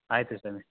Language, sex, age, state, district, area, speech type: Kannada, male, 18-30, Karnataka, Chitradurga, rural, conversation